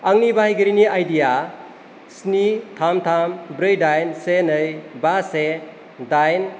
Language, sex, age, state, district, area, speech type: Bodo, male, 30-45, Assam, Kokrajhar, urban, read